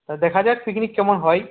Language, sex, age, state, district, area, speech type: Bengali, male, 30-45, West Bengal, Purulia, rural, conversation